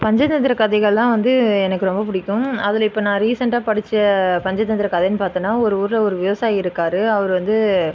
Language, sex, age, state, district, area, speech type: Tamil, female, 30-45, Tamil Nadu, Viluppuram, urban, spontaneous